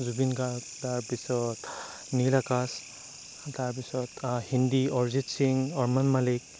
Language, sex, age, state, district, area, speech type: Assamese, male, 18-30, Assam, Darrang, rural, spontaneous